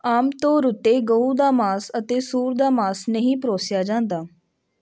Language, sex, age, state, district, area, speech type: Punjabi, female, 18-30, Punjab, Fatehgarh Sahib, rural, read